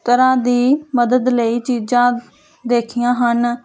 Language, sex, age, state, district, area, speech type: Punjabi, female, 18-30, Punjab, Hoshiarpur, rural, spontaneous